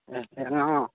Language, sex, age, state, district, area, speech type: Manipuri, male, 30-45, Manipur, Imphal East, rural, conversation